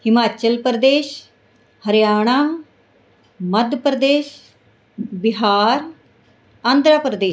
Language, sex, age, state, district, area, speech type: Punjabi, female, 45-60, Punjab, Mohali, urban, spontaneous